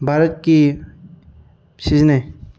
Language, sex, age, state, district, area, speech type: Manipuri, male, 18-30, Manipur, Bishnupur, rural, spontaneous